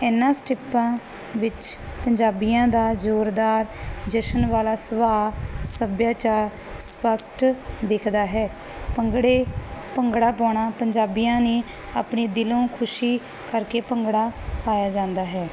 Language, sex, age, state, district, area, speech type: Punjabi, female, 30-45, Punjab, Barnala, rural, spontaneous